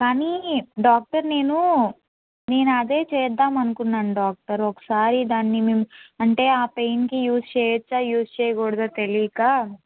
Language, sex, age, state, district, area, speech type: Telugu, female, 18-30, Andhra Pradesh, Palnadu, urban, conversation